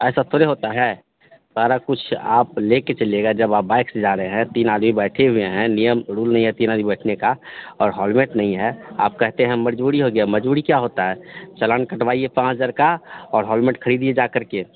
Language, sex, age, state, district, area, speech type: Hindi, male, 30-45, Bihar, Madhepura, rural, conversation